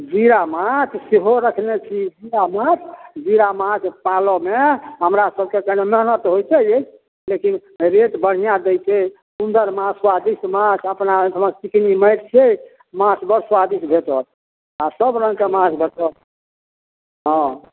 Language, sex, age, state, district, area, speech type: Maithili, male, 60+, Bihar, Madhubani, rural, conversation